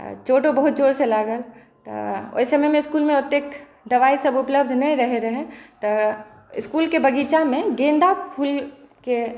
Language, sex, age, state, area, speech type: Maithili, female, 45-60, Bihar, urban, spontaneous